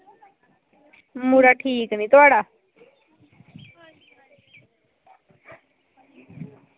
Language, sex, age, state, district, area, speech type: Dogri, female, 18-30, Jammu and Kashmir, Samba, rural, conversation